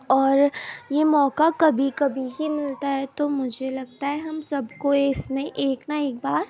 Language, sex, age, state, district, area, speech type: Urdu, female, 18-30, Uttar Pradesh, Ghaziabad, rural, spontaneous